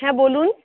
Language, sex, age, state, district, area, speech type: Bengali, female, 18-30, West Bengal, Uttar Dinajpur, rural, conversation